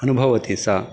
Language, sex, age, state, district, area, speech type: Sanskrit, male, 45-60, Telangana, Karimnagar, urban, spontaneous